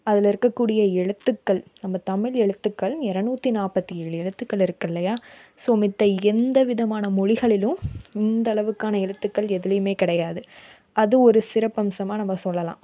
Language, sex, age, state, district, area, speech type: Tamil, female, 18-30, Tamil Nadu, Tiruppur, rural, spontaneous